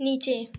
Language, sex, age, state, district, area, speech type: Hindi, female, 18-30, Madhya Pradesh, Chhindwara, urban, read